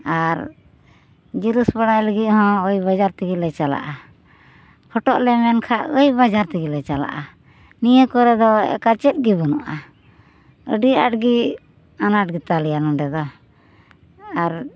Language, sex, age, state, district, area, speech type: Santali, female, 45-60, West Bengal, Uttar Dinajpur, rural, spontaneous